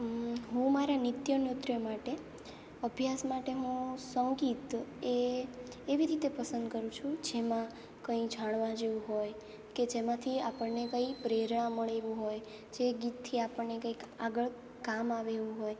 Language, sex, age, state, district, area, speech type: Gujarati, female, 18-30, Gujarat, Morbi, urban, spontaneous